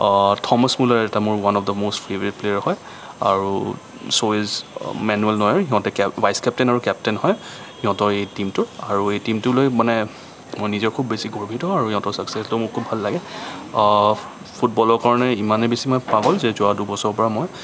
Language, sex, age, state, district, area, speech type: Assamese, male, 18-30, Assam, Kamrup Metropolitan, urban, spontaneous